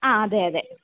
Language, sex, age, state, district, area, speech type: Malayalam, female, 18-30, Kerala, Idukki, rural, conversation